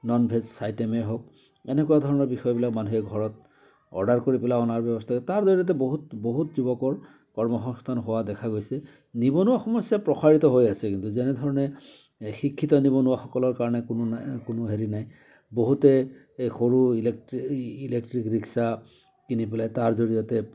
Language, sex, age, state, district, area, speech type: Assamese, male, 60+, Assam, Biswanath, rural, spontaneous